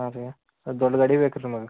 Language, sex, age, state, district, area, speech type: Kannada, male, 30-45, Karnataka, Belgaum, rural, conversation